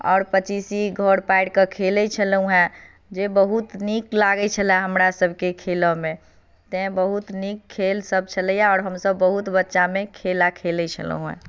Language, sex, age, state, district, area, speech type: Maithili, female, 30-45, Bihar, Madhubani, rural, spontaneous